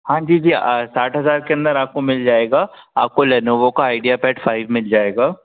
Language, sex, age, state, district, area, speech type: Hindi, male, 30-45, Madhya Pradesh, Jabalpur, urban, conversation